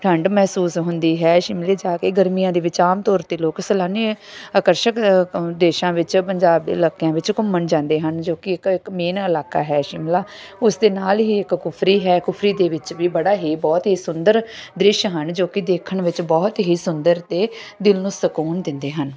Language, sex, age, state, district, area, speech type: Punjabi, female, 45-60, Punjab, Bathinda, rural, spontaneous